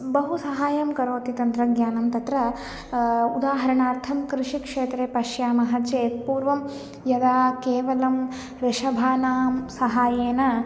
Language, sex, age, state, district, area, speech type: Sanskrit, female, 18-30, Telangana, Ranga Reddy, urban, spontaneous